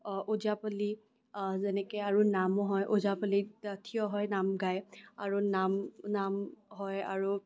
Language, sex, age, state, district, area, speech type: Assamese, female, 18-30, Assam, Kamrup Metropolitan, urban, spontaneous